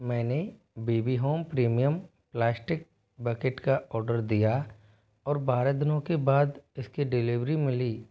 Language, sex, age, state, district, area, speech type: Hindi, male, 18-30, Rajasthan, Jodhpur, rural, read